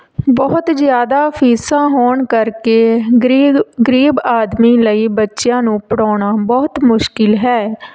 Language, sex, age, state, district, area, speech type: Punjabi, female, 30-45, Punjab, Tarn Taran, rural, spontaneous